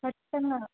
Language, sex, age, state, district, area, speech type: Telugu, female, 18-30, Telangana, Hyderabad, urban, conversation